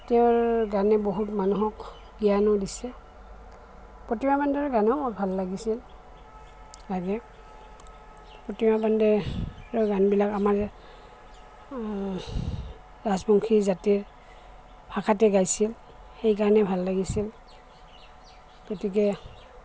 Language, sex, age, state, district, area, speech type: Assamese, female, 60+, Assam, Goalpara, rural, spontaneous